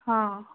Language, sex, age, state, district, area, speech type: Marathi, female, 30-45, Maharashtra, Kolhapur, urban, conversation